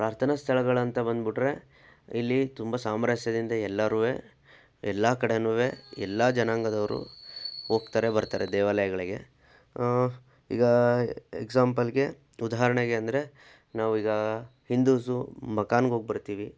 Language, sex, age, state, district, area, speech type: Kannada, male, 60+, Karnataka, Chitradurga, rural, spontaneous